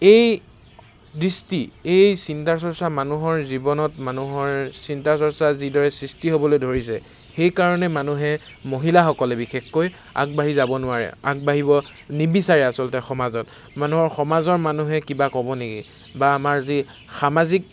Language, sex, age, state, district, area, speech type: Assamese, male, 18-30, Assam, Charaideo, urban, spontaneous